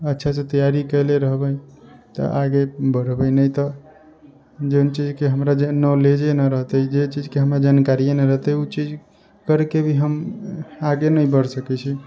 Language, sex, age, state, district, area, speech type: Maithili, male, 45-60, Bihar, Sitamarhi, rural, spontaneous